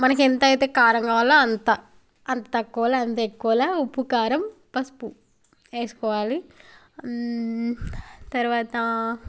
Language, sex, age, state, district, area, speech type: Telugu, female, 18-30, Telangana, Mancherial, rural, spontaneous